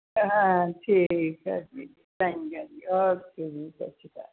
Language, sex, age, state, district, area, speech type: Punjabi, female, 60+, Punjab, Gurdaspur, rural, conversation